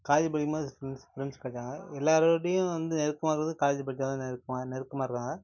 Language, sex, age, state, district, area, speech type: Tamil, male, 30-45, Tamil Nadu, Nagapattinam, rural, spontaneous